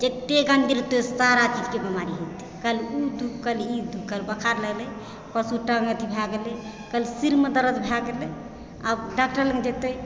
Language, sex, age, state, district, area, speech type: Maithili, female, 30-45, Bihar, Supaul, rural, spontaneous